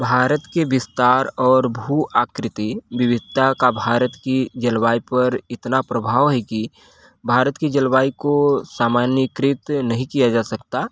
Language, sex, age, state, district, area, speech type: Hindi, male, 30-45, Uttar Pradesh, Mirzapur, rural, spontaneous